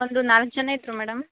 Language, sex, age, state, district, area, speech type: Kannada, female, 30-45, Karnataka, Uttara Kannada, rural, conversation